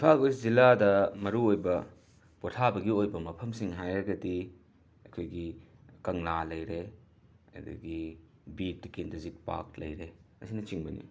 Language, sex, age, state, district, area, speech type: Manipuri, male, 45-60, Manipur, Imphal West, urban, spontaneous